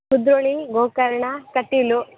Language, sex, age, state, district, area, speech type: Kannada, female, 18-30, Karnataka, Dakshina Kannada, rural, conversation